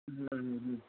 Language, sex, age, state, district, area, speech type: Marathi, male, 18-30, Maharashtra, Kolhapur, urban, conversation